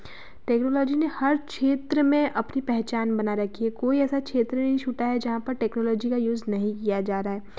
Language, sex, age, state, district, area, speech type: Hindi, female, 30-45, Madhya Pradesh, Betul, urban, spontaneous